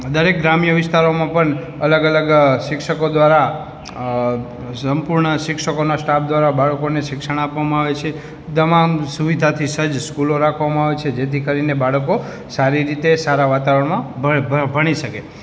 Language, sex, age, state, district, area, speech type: Gujarati, male, 18-30, Gujarat, Morbi, urban, spontaneous